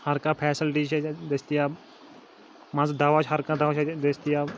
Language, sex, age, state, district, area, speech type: Kashmiri, male, 18-30, Jammu and Kashmir, Kulgam, rural, spontaneous